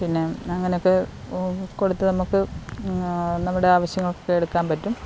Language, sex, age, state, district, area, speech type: Malayalam, female, 30-45, Kerala, Alappuzha, rural, spontaneous